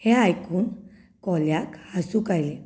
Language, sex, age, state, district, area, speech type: Goan Konkani, female, 30-45, Goa, Canacona, rural, spontaneous